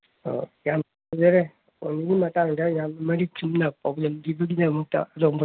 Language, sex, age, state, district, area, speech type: Manipuri, male, 60+, Manipur, Kangpokpi, urban, conversation